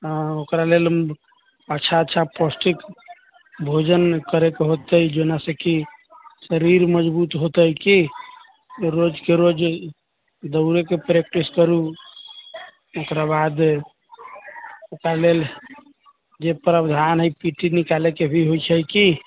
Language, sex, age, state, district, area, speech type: Maithili, male, 30-45, Bihar, Sitamarhi, rural, conversation